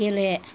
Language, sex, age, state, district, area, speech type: Bodo, female, 60+, Assam, Kokrajhar, urban, read